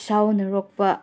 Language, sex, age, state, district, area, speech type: Manipuri, female, 18-30, Manipur, Senapati, rural, spontaneous